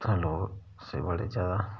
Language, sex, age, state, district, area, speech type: Dogri, male, 30-45, Jammu and Kashmir, Udhampur, rural, spontaneous